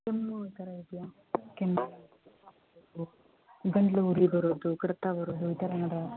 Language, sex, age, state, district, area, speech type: Kannada, female, 30-45, Karnataka, Chitradurga, rural, conversation